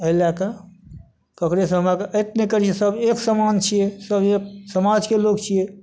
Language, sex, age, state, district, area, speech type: Maithili, male, 60+, Bihar, Madhepura, urban, spontaneous